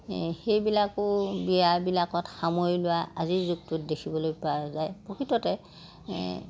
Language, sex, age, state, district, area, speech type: Assamese, male, 60+, Assam, Majuli, urban, spontaneous